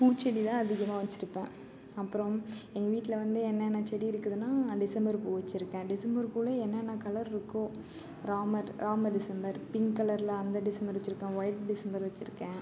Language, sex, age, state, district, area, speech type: Tamil, female, 18-30, Tamil Nadu, Ariyalur, rural, spontaneous